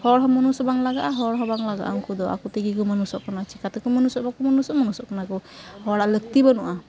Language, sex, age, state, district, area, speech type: Santali, female, 18-30, West Bengal, Malda, rural, spontaneous